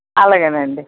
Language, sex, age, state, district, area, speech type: Telugu, female, 45-60, Andhra Pradesh, Eluru, rural, conversation